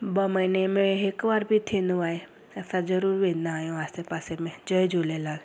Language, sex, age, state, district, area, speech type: Sindhi, female, 30-45, Gujarat, Surat, urban, spontaneous